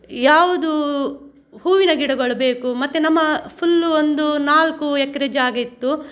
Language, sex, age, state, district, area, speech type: Kannada, female, 45-60, Karnataka, Udupi, rural, spontaneous